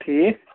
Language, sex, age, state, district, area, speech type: Kashmiri, male, 18-30, Jammu and Kashmir, Budgam, rural, conversation